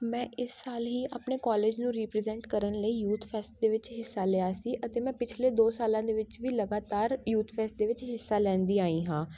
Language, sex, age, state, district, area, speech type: Punjabi, female, 18-30, Punjab, Shaheed Bhagat Singh Nagar, urban, spontaneous